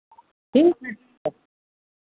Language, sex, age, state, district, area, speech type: Hindi, female, 60+, Uttar Pradesh, Varanasi, rural, conversation